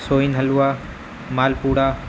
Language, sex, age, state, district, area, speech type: Urdu, male, 18-30, Uttar Pradesh, Azamgarh, rural, spontaneous